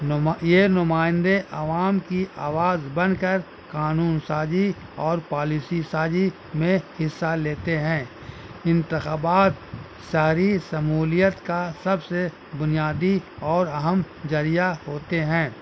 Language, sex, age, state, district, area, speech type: Urdu, male, 60+, Bihar, Gaya, urban, spontaneous